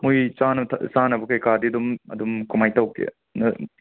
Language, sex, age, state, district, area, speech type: Manipuri, male, 30-45, Manipur, Imphal West, urban, conversation